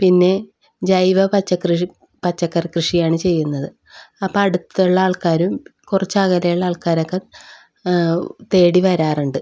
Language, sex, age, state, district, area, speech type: Malayalam, female, 45-60, Kerala, Wayanad, rural, spontaneous